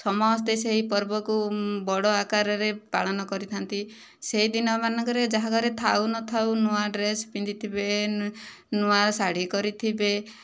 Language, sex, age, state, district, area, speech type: Odia, female, 60+, Odisha, Kandhamal, rural, spontaneous